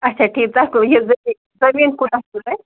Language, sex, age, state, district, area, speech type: Kashmiri, female, 30-45, Jammu and Kashmir, Ganderbal, rural, conversation